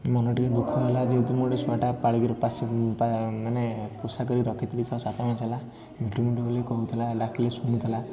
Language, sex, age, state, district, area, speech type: Odia, male, 18-30, Odisha, Puri, urban, spontaneous